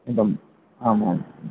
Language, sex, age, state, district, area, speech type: Sanskrit, male, 18-30, West Bengal, South 24 Parganas, rural, conversation